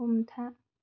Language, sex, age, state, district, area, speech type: Bodo, female, 18-30, Assam, Kokrajhar, rural, read